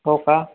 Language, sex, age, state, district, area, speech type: Marathi, male, 18-30, Maharashtra, Satara, urban, conversation